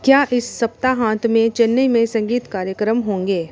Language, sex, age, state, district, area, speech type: Hindi, female, 60+, Rajasthan, Jodhpur, urban, read